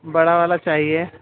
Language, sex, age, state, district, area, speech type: Urdu, male, 30-45, Uttar Pradesh, Muzaffarnagar, urban, conversation